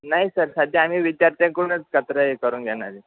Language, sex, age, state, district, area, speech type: Marathi, male, 18-30, Maharashtra, Ahmednagar, rural, conversation